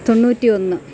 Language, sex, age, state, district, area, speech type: Malayalam, female, 45-60, Kerala, Thiruvananthapuram, rural, spontaneous